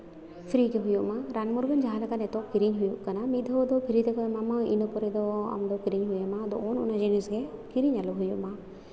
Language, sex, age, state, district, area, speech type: Santali, female, 30-45, Jharkhand, Seraikela Kharsawan, rural, spontaneous